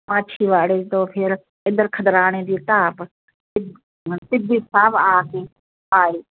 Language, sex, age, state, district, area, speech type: Punjabi, female, 60+, Punjab, Muktsar, urban, conversation